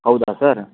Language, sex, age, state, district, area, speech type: Kannada, male, 30-45, Karnataka, Tumkur, urban, conversation